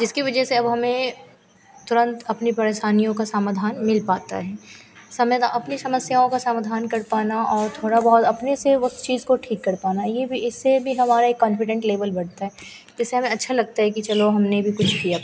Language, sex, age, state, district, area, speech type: Hindi, female, 18-30, Bihar, Madhepura, rural, spontaneous